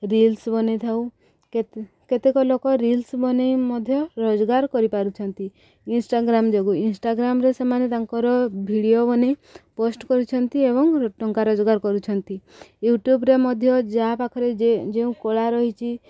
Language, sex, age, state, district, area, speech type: Odia, female, 18-30, Odisha, Subarnapur, urban, spontaneous